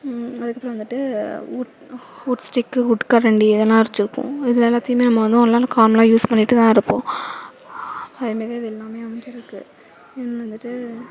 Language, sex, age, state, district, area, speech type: Tamil, female, 18-30, Tamil Nadu, Thanjavur, urban, spontaneous